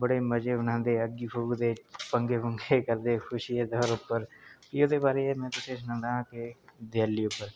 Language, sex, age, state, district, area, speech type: Dogri, male, 18-30, Jammu and Kashmir, Udhampur, rural, spontaneous